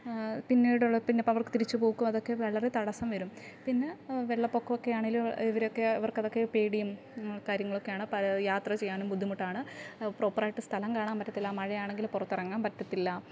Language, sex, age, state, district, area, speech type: Malayalam, female, 18-30, Kerala, Alappuzha, rural, spontaneous